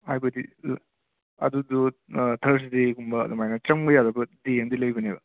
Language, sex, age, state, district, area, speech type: Manipuri, male, 30-45, Manipur, Imphal West, urban, conversation